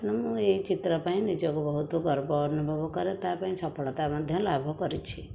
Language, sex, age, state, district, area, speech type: Odia, female, 60+, Odisha, Khordha, rural, spontaneous